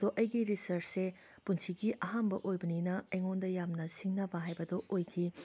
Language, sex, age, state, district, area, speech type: Manipuri, female, 45-60, Manipur, Imphal West, urban, spontaneous